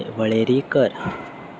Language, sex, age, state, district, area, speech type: Goan Konkani, male, 18-30, Goa, Salcete, rural, read